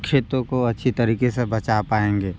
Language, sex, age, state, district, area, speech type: Hindi, male, 18-30, Uttar Pradesh, Mirzapur, rural, spontaneous